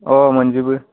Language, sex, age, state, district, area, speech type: Bodo, male, 18-30, Assam, Baksa, rural, conversation